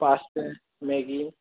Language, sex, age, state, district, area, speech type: Hindi, male, 18-30, Madhya Pradesh, Harda, urban, conversation